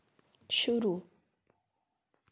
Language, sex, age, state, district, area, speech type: Hindi, female, 30-45, Madhya Pradesh, Ujjain, urban, read